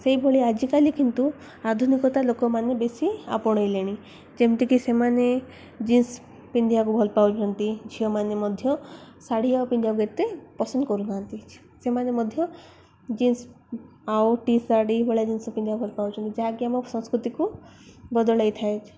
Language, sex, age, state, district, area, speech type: Odia, female, 18-30, Odisha, Koraput, urban, spontaneous